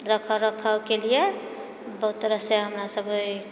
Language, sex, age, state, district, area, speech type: Maithili, female, 60+, Bihar, Purnia, rural, spontaneous